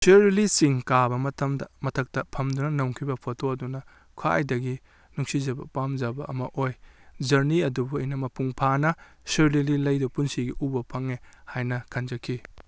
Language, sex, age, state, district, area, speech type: Manipuri, male, 30-45, Manipur, Kakching, rural, spontaneous